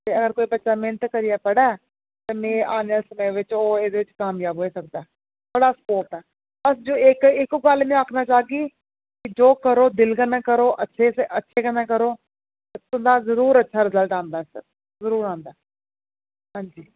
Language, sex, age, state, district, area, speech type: Dogri, female, 30-45, Jammu and Kashmir, Jammu, rural, conversation